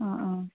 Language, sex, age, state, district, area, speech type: Malayalam, female, 30-45, Kerala, Kannur, rural, conversation